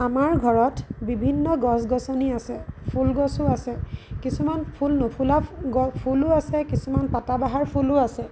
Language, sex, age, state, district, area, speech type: Assamese, female, 30-45, Assam, Lakhimpur, rural, spontaneous